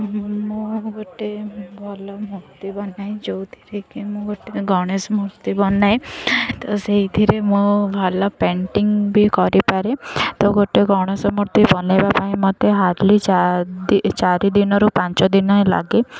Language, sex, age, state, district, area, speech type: Odia, female, 45-60, Odisha, Sundergarh, rural, spontaneous